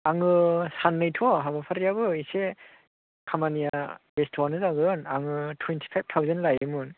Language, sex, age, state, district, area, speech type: Bodo, male, 30-45, Assam, Chirang, rural, conversation